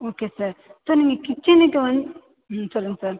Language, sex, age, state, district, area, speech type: Tamil, female, 18-30, Tamil Nadu, Viluppuram, urban, conversation